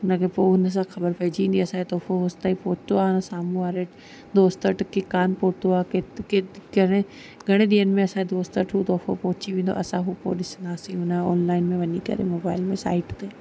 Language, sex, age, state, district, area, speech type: Sindhi, female, 30-45, Rajasthan, Ajmer, urban, spontaneous